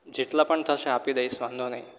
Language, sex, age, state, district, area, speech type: Gujarati, male, 18-30, Gujarat, Surat, rural, spontaneous